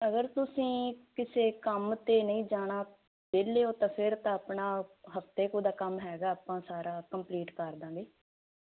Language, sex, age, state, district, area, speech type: Punjabi, female, 18-30, Punjab, Fazilka, rural, conversation